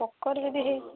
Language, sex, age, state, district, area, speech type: Odia, female, 45-60, Odisha, Jajpur, rural, conversation